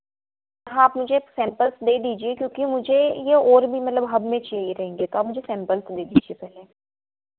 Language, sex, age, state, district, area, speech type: Hindi, female, 18-30, Madhya Pradesh, Ujjain, urban, conversation